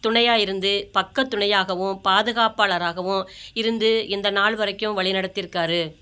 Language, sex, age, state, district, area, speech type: Tamil, female, 45-60, Tamil Nadu, Ariyalur, rural, spontaneous